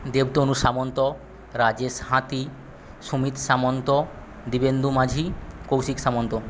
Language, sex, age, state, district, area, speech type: Bengali, male, 45-60, West Bengal, Paschim Medinipur, rural, spontaneous